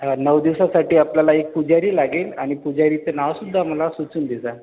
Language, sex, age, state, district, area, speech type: Marathi, male, 30-45, Maharashtra, Washim, rural, conversation